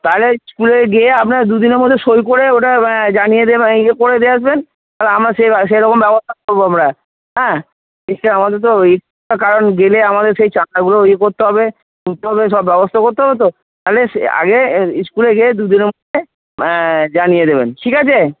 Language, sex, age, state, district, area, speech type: Bengali, male, 60+, West Bengal, Purba Bardhaman, urban, conversation